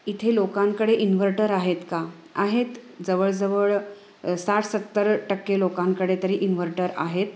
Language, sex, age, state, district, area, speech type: Marathi, female, 30-45, Maharashtra, Sangli, urban, spontaneous